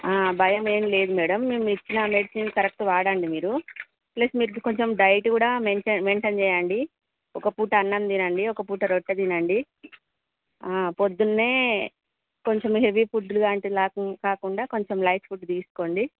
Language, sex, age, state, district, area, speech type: Telugu, female, 30-45, Telangana, Jagtial, urban, conversation